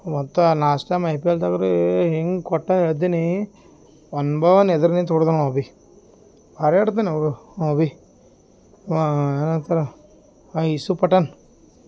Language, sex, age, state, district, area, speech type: Kannada, male, 30-45, Karnataka, Gulbarga, urban, spontaneous